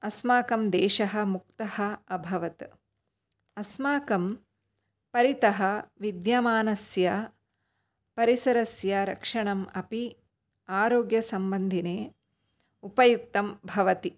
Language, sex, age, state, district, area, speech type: Sanskrit, female, 30-45, Karnataka, Dakshina Kannada, urban, spontaneous